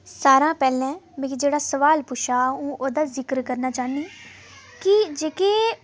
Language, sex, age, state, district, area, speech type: Dogri, female, 30-45, Jammu and Kashmir, Udhampur, urban, spontaneous